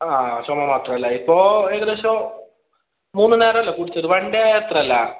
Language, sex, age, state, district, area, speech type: Malayalam, male, 18-30, Kerala, Kasaragod, rural, conversation